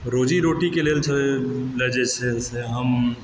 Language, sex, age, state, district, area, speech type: Maithili, male, 18-30, Bihar, Supaul, urban, spontaneous